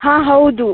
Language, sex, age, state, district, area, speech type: Kannada, female, 30-45, Karnataka, Udupi, rural, conversation